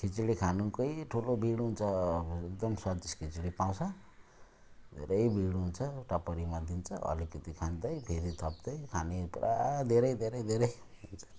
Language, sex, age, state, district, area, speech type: Nepali, male, 45-60, West Bengal, Jalpaiguri, rural, spontaneous